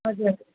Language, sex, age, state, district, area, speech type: Nepali, female, 30-45, West Bengal, Darjeeling, urban, conversation